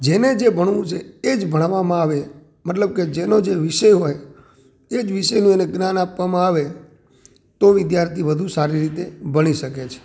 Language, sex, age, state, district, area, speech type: Gujarati, male, 45-60, Gujarat, Amreli, rural, spontaneous